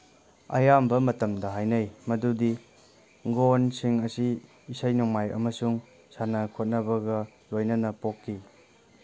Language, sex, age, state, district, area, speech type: Manipuri, male, 18-30, Manipur, Kangpokpi, urban, read